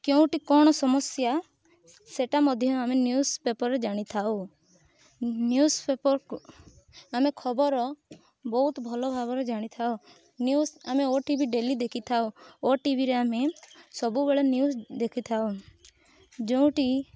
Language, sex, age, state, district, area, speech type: Odia, female, 18-30, Odisha, Rayagada, rural, spontaneous